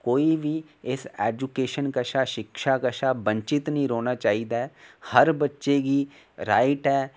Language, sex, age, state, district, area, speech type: Dogri, male, 18-30, Jammu and Kashmir, Reasi, rural, spontaneous